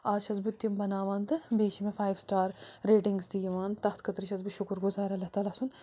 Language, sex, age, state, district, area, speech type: Kashmiri, female, 30-45, Jammu and Kashmir, Bandipora, rural, spontaneous